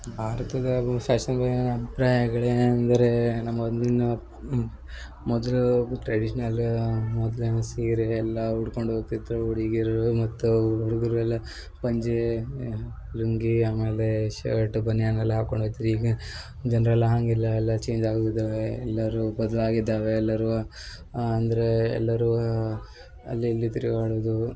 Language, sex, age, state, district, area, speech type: Kannada, male, 18-30, Karnataka, Uttara Kannada, rural, spontaneous